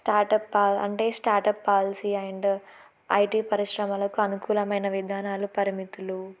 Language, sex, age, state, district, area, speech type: Telugu, female, 18-30, Telangana, Ranga Reddy, urban, spontaneous